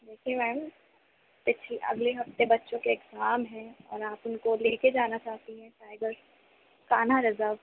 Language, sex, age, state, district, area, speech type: Hindi, female, 18-30, Madhya Pradesh, Jabalpur, urban, conversation